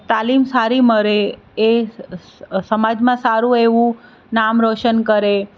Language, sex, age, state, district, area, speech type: Gujarati, female, 45-60, Gujarat, Anand, urban, spontaneous